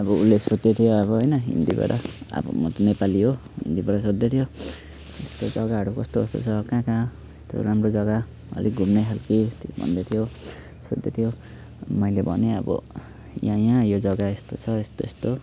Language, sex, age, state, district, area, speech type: Nepali, male, 18-30, West Bengal, Jalpaiguri, rural, spontaneous